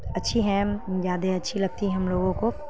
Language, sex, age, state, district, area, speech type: Urdu, female, 30-45, Bihar, Khagaria, rural, spontaneous